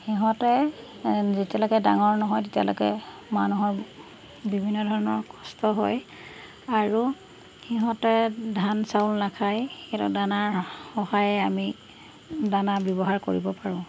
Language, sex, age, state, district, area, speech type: Assamese, female, 45-60, Assam, Golaghat, rural, spontaneous